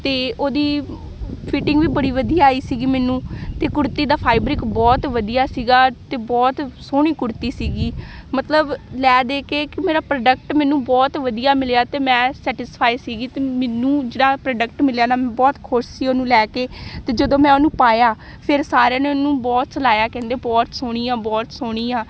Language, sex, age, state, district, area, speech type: Punjabi, female, 18-30, Punjab, Amritsar, urban, spontaneous